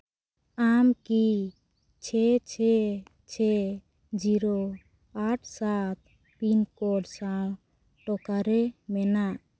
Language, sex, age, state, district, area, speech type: Santali, female, 18-30, Jharkhand, Seraikela Kharsawan, rural, read